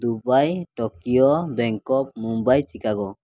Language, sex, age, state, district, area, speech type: Odia, male, 18-30, Odisha, Mayurbhanj, rural, spontaneous